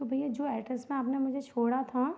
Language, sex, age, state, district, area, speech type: Hindi, female, 18-30, Madhya Pradesh, Chhindwara, urban, spontaneous